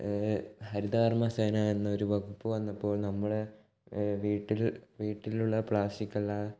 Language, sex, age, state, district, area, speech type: Malayalam, male, 18-30, Kerala, Kannur, rural, spontaneous